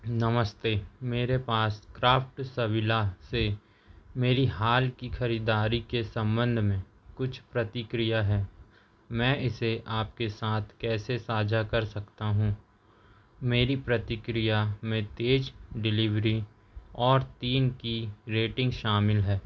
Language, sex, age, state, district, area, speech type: Hindi, male, 30-45, Madhya Pradesh, Seoni, urban, read